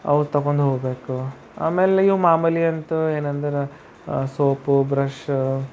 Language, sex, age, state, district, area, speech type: Kannada, male, 30-45, Karnataka, Bidar, urban, spontaneous